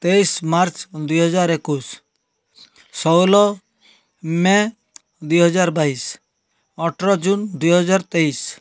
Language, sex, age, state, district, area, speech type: Odia, male, 60+, Odisha, Kalahandi, rural, spontaneous